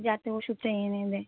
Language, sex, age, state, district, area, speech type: Bengali, female, 30-45, West Bengal, North 24 Parganas, urban, conversation